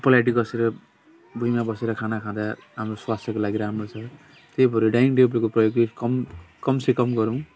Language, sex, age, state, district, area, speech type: Nepali, male, 45-60, West Bengal, Jalpaiguri, urban, spontaneous